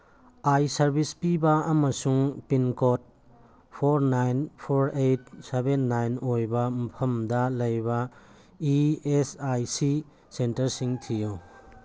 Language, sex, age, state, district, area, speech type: Manipuri, male, 45-60, Manipur, Churachandpur, rural, read